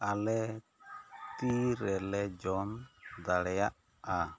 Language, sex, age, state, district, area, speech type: Santali, male, 30-45, West Bengal, Bankura, rural, read